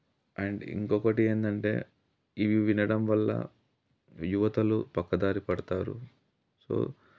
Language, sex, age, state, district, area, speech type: Telugu, male, 30-45, Telangana, Yadadri Bhuvanagiri, rural, spontaneous